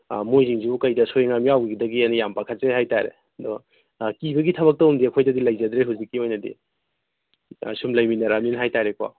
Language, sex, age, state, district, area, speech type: Manipuri, male, 30-45, Manipur, Kangpokpi, urban, conversation